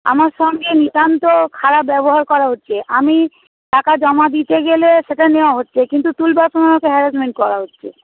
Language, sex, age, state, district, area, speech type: Bengali, female, 45-60, West Bengal, Hooghly, rural, conversation